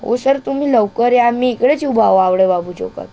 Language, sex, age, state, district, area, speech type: Marathi, male, 30-45, Maharashtra, Nagpur, urban, spontaneous